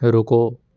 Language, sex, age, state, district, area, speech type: Urdu, male, 18-30, Uttar Pradesh, Ghaziabad, urban, read